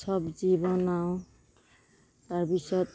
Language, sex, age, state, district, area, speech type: Assamese, female, 30-45, Assam, Darrang, rural, spontaneous